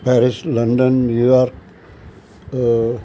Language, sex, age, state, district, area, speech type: Sindhi, male, 60+, Maharashtra, Mumbai Suburban, urban, spontaneous